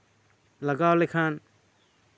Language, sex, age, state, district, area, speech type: Santali, male, 18-30, West Bengal, Bankura, rural, spontaneous